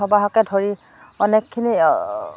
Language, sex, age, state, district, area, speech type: Assamese, female, 45-60, Assam, Jorhat, urban, spontaneous